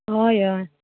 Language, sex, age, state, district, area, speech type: Goan Konkani, female, 18-30, Goa, Canacona, rural, conversation